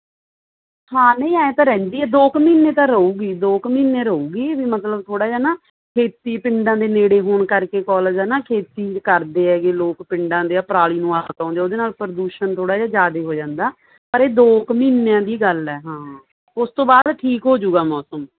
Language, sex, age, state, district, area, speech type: Punjabi, female, 30-45, Punjab, Barnala, rural, conversation